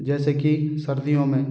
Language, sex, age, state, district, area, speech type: Hindi, male, 45-60, Madhya Pradesh, Gwalior, rural, spontaneous